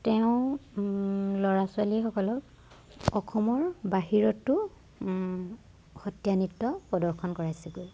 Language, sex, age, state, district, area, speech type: Assamese, female, 18-30, Assam, Jorhat, urban, spontaneous